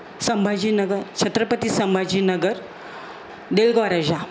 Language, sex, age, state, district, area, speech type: Marathi, female, 45-60, Maharashtra, Jalna, urban, spontaneous